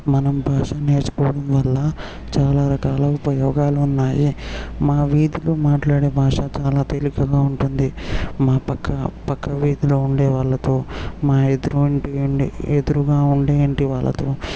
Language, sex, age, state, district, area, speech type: Telugu, male, 18-30, Telangana, Vikarabad, urban, spontaneous